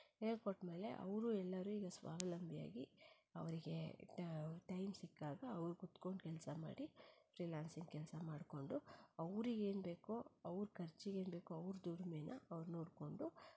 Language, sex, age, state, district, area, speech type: Kannada, female, 30-45, Karnataka, Shimoga, rural, spontaneous